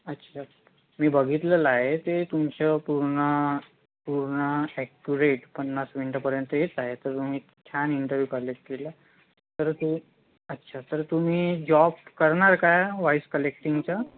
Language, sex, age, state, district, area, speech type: Marathi, male, 30-45, Maharashtra, Nagpur, urban, conversation